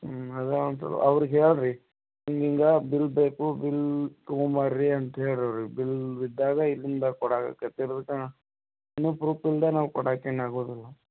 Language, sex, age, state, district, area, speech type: Kannada, male, 30-45, Karnataka, Belgaum, rural, conversation